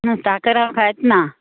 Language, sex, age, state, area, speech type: Goan Konkani, female, 45-60, Maharashtra, urban, conversation